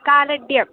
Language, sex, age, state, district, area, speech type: Sanskrit, female, 18-30, Kerala, Thrissur, rural, conversation